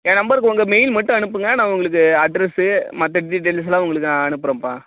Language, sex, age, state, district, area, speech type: Tamil, male, 30-45, Tamil Nadu, Tiruchirappalli, rural, conversation